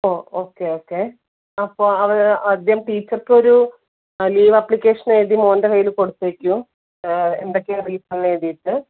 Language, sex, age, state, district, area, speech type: Malayalam, female, 30-45, Kerala, Kannur, rural, conversation